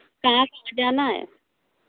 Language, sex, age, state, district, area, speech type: Hindi, female, 30-45, Uttar Pradesh, Ghazipur, rural, conversation